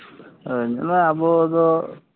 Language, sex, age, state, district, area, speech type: Santali, male, 18-30, Jharkhand, East Singhbhum, rural, conversation